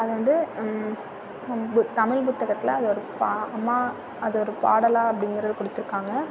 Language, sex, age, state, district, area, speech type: Tamil, female, 30-45, Tamil Nadu, Thanjavur, urban, spontaneous